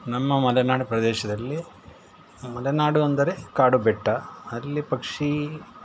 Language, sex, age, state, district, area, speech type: Kannada, male, 45-60, Karnataka, Shimoga, rural, spontaneous